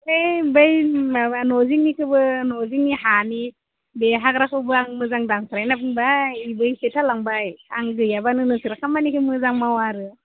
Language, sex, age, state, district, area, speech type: Bodo, female, 30-45, Assam, Udalguri, rural, conversation